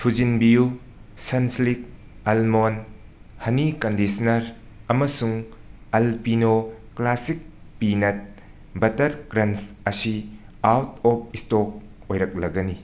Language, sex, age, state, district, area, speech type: Manipuri, male, 45-60, Manipur, Imphal West, urban, read